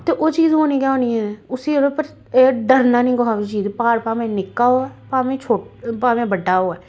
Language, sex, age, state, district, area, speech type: Dogri, female, 30-45, Jammu and Kashmir, Jammu, urban, spontaneous